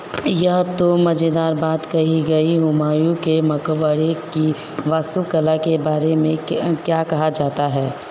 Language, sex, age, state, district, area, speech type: Hindi, female, 30-45, Bihar, Vaishali, urban, read